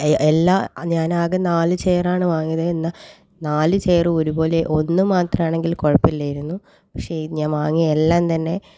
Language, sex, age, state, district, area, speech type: Malayalam, female, 18-30, Kerala, Kannur, rural, spontaneous